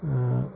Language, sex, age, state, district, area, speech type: Kashmiri, male, 18-30, Jammu and Kashmir, Pulwama, rural, spontaneous